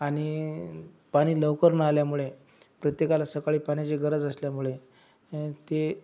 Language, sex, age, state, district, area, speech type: Marathi, male, 60+, Maharashtra, Akola, rural, spontaneous